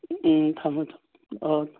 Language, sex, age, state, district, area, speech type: Manipuri, male, 60+, Manipur, Churachandpur, urban, conversation